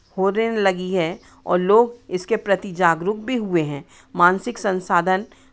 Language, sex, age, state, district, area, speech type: Hindi, female, 60+, Madhya Pradesh, Hoshangabad, urban, spontaneous